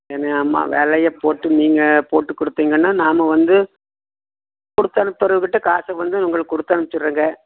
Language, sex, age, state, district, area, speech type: Tamil, male, 45-60, Tamil Nadu, Coimbatore, rural, conversation